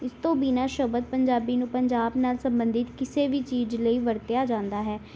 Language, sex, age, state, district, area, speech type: Punjabi, female, 18-30, Punjab, Tarn Taran, urban, spontaneous